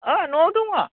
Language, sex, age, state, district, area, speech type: Bodo, female, 60+, Assam, Udalguri, rural, conversation